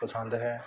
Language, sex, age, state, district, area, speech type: Punjabi, male, 30-45, Punjab, Bathinda, urban, spontaneous